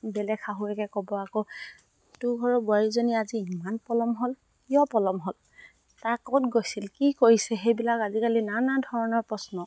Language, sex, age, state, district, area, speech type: Assamese, female, 45-60, Assam, Dibrugarh, rural, spontaneous